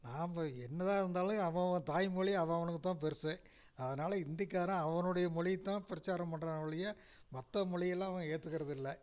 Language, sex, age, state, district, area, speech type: Tamil, male, 60+, Tamil Nadu, Namakkal, rural, spontaneous